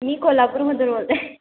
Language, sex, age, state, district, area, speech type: Marathi, female, 18-30, Maharashtra, Kolhapur, rural, conversation